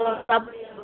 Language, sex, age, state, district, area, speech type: Nepali, female, 30-45, West Bengal, Jalpaiguri, urban, conversation